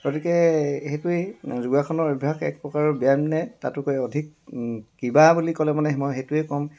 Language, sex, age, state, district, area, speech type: Assamese, male, 60+, Assam, Dibrugarh, rural, spontaneous